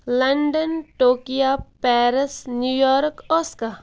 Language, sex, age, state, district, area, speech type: Kashmiri, female, 30-45, Jammu and Kashmir, Bandipora, rural, spontaneous